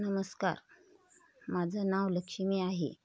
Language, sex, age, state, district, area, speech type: Marathi, female, 45-60, Maharashtra, Hingoli, urban, spontaneous